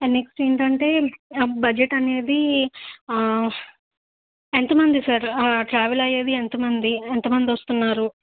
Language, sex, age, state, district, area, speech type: Telugu, female, 30-45, Andhra Pradesh, Nandyal, rural, conversation